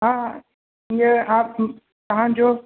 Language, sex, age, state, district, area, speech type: Sindhi, male, 18-30, Uttar Pradesh, Lucknow, urban, conversation